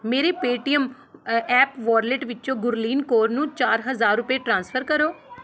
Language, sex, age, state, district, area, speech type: Punjabi, female, 30-45, Punjab, Pathankot, urban, read